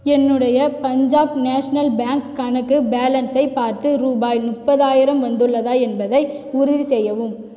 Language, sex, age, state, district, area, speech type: Tamil, female, 18-30, Tamil Nadu, Cuddalore, rural, read